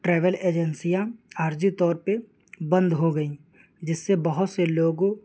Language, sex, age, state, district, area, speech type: Urdu, male, 18-30, Delhi, New Delhi, rural, spontaneous